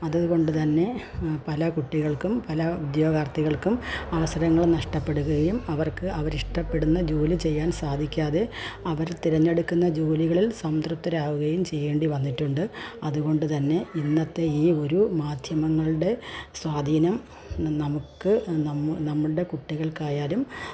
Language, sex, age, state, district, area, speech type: Malayalam, female, 45-60, Kerala, Kollam, rural, spontaneous